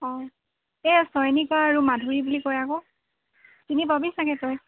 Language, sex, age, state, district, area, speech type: Assamese, female, 18-30, Assam, Tinsukia, urban, conversation